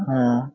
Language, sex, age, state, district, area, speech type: Bengali, male, 18-30, West Bengal, Hooghly, urban, spontaneous